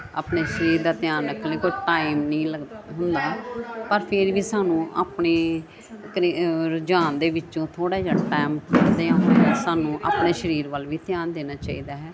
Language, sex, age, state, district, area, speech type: Punjabi, female, 45-60, Punjab, Gurdaspur, urban, spontaneous